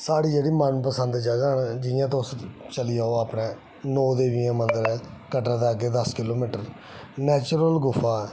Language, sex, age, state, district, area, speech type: Dogri, male, 30-45, Jammu and Kashmir, Reasi, rural, spontaneous